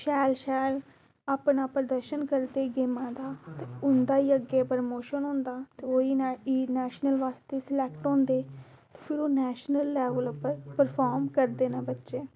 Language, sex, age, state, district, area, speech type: Dogri, female, 18-30, Jammu and Kashmir, Samba, urban, spontaneous